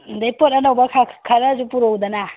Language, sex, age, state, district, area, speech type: Manipuri, female, 18-30, Manipur, Kangpokpi, urban, conversation